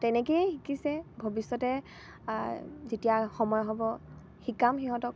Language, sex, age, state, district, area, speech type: Assamese, female, 18-30, Assam, Dibrugarh, rural, spontaneous